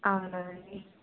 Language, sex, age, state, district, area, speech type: Telugu, female, 18-30, Telangana, Nirmal, urban, conversation